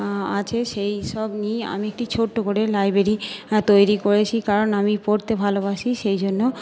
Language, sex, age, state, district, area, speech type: Bengali, female, 45-60, West Bengal, Purba Bardhaman, urban, spontaneous